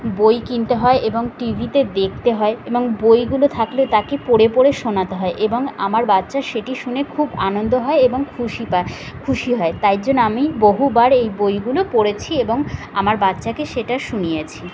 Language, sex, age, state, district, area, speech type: Bengali, female, 30-45, West Bengal, Kolkata, urban, spontaneous